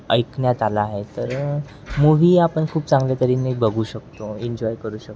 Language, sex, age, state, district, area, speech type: Marathi, male, 18-30, Maharashtra, Wardha, urban, spontaneous